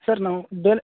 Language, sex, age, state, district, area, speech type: Kannada, male, 30-45, Karnataka, Dharwad, rural, conversation